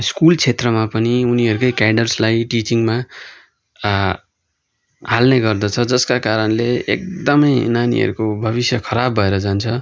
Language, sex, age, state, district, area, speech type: Nepali, male, 18-30, West Bengal, Darjeeling, rural, spontaneous